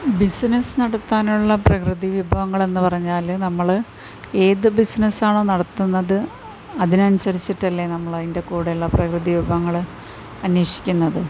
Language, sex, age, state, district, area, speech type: Malayalam, female, 45-60, Kerala, Malappuram, urban, spontaneous